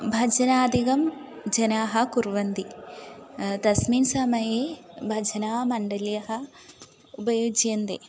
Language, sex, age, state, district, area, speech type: Sanskrit, female, 18-30, Kerala, Malappuram, urban, spontaneous